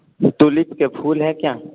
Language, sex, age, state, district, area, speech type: Hindi, male, 18-30, Rajasthan, Jodhpur, urban, conversation